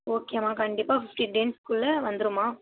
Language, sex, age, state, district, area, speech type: Tamil, female, 45-60, Tamil Nadu, Tiruvarur, rural, conversation